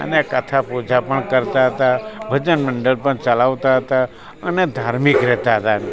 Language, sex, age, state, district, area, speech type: Gujarati, male, 60+, Gujarat, Rajkot, rural, spontaneous